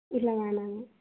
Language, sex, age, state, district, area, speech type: Tamil, female, 18-30, Tamil Nadu, Erode, rural, conversation